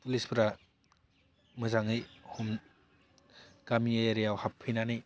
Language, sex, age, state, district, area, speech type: Bodo, male, 18-30, Assam, Baksa, rural, spontaneous